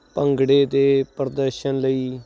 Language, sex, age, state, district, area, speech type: Punjabi, male, 30-45, Punjab, Hoshiarpur, rural, spontaneous